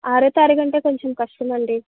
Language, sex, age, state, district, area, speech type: Telugu, female, 18-30, Telangana, Ranga Reddy, rural, conversation